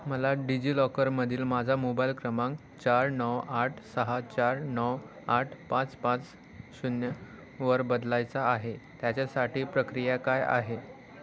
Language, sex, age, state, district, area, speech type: Marathi, male, 18-30, Maharashtra, Ratnagiri, rural, read